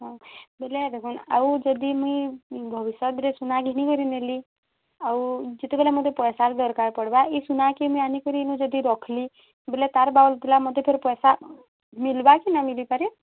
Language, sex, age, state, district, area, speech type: Odia, female, 18-30, Odisha, Bargarh, urban, conversation